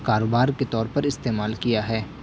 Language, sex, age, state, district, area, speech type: Urdu, male, 18-30, Delhi, South Delhi, urban, spontaneous